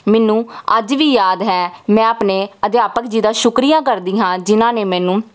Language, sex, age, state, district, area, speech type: Punjabi, female, 18-30, Punjab, Jalandhar, urban, spontaneous